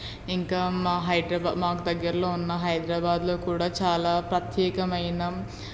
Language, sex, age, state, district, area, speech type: Telugu, female, 18-30, Telangana, Peddapalli, rural, spontaneous